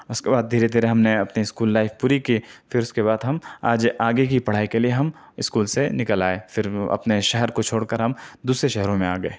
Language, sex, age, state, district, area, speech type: Urdu, male, 18-30, Delhi, Central Delhi, rural, spontaneous